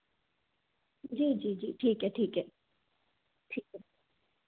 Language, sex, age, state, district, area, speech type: Hindi, female, 18-30, Madhya Pradesh, Seoni, urban, conversation